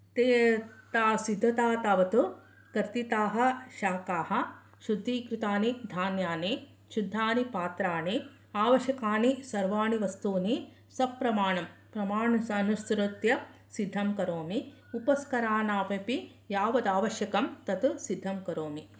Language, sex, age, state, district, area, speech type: Sanskrit, female, 60+, Karnataka, Mysore, urban, spontaneous